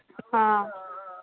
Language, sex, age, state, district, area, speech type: Hindi, female, 18-30, Bihar, Madhepura, rural, conversation